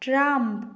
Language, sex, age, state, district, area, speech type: Bengali, female, 45-60, West Bengal, Nadia, rural, read